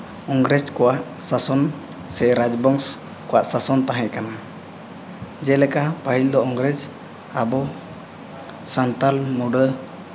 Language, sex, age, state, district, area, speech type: Santali, male, 18-30, Jharkhand, East Singhbhum, rural, spontaneous